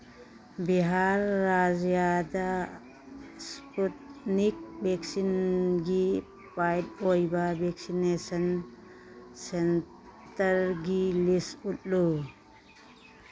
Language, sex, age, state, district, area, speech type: Manipuri, female, 60+, Manipur, Churachandpur, urban, read